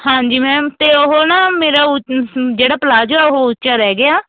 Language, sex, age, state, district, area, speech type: Punjabi, female, 30-45, Punjab, Barnala, urban, conversation